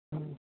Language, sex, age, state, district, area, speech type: Kannada, male, 18-30, Karnataka, Bidar, rural, conversation